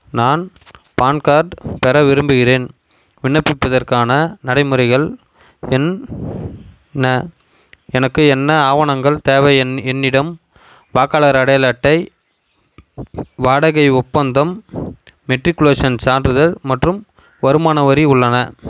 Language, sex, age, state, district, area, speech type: Tamil, male, 30-45, Tamil Nadu, Chengalpattu, rural, read